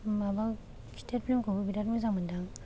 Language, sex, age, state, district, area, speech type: Bodo, female, 30-45, Assam, Kokrajhar, rural, spontaneous